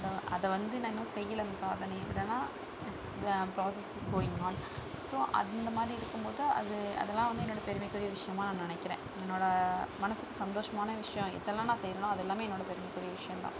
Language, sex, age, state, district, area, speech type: Tamil, female, 18-30, Tamil Nadu, Perambalur, rural, spontaneous